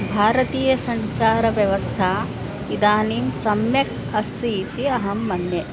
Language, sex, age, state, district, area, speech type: Sanskrit, female, 45-60, Karnataka, Bangalore Urban, urban, spontaneous